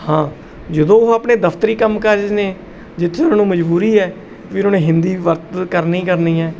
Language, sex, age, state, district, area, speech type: Punjabi, male, 30-45, Punjab, Bathinda, urban, spontaneous